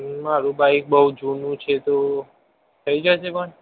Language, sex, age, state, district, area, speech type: Gujarati, male, 60+, Gujarat, Aravalli, urban, conversation